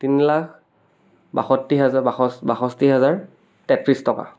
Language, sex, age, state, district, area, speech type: Assamese, male, 18-30, Assam, Biswanath, rural, spontaneous